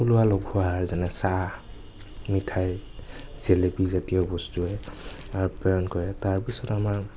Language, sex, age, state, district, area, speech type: Assamese, male, 30-45, Assam, Nagaon, rural, spontaneous